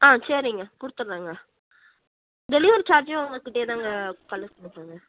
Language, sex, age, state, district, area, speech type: Tamil, female, 30-45, Tamil Nadu, Cuddalore, rural, conversation